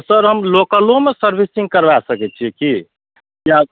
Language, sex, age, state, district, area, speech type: Maithili, male, 30-45, Bihar, Madhepura, urban, conversation